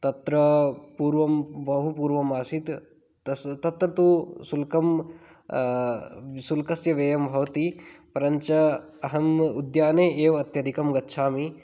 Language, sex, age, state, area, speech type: Sanskrit, male, 18-30, Rajasthan, rural, spontaneous